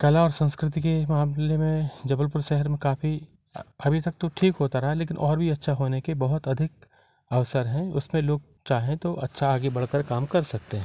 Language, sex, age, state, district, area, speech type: Hindi, male, 45-60, Madhya Pradesh, Jabalpur, urban, spontaneous